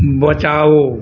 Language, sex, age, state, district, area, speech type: Hindi, male, 60+, Uttar Pradesh, Azamgarh, rural, read